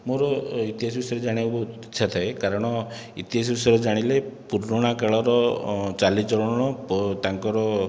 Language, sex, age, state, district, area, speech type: Odia, male, 30-45, Odisha, Khordha, rural, spontaneous